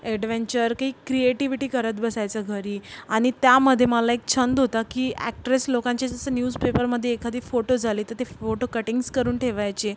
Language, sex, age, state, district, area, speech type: Marathi, female, 45-60, Maharashtra, Yavatmal, urban, spontaneous